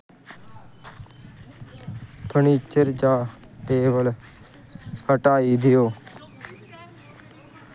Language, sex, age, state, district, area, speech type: Dogri, male, 18-30, Jammu and Kashmir, Kathua, rural, read